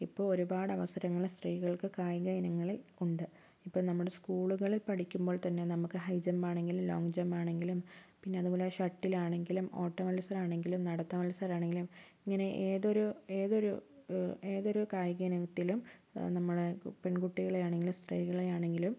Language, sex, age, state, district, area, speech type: Malayalam, female, 18-30, Kerala, Kozhikode, urban, spontaneous